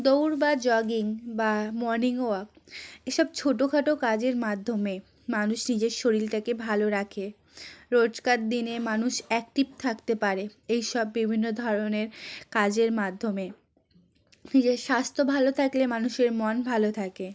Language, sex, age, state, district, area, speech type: Bengali, female, 45-60, West Bengal, South 24 Parganas, rural, spontaneous